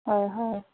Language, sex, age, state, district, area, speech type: Assamese, female, 30-45, Assam, Morigaon, rural, conversation